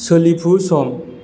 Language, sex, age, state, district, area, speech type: Bodo, male, 30-45, Assam, Chirang, rural, read